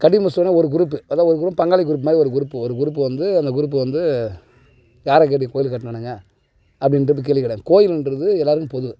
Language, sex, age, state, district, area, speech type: Tamil, male, 30-45, Tamil Nadu, Tiruvannamalai, rural, spontaneous